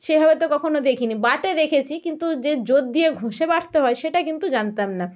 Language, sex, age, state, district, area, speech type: Bengali, female, 30-45, West Bengal, North 24 Parganas, rural, spontaneous